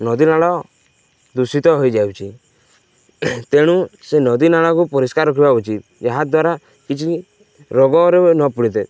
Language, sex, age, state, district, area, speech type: Odia, male, 18-30, Odisha, Balangir, urban, spontaneous